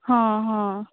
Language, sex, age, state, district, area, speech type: Odia, female, 18-30, Odisha, Koraput, urban, conversation